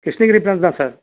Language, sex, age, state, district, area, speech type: Tamil, male, 45-60, Tamil Nadu, Krishnagiri, rural, conversation